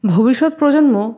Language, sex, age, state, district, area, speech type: Bengali, female, 45-60, West Bengal, Paschim Bardhaman, rural, spontaneous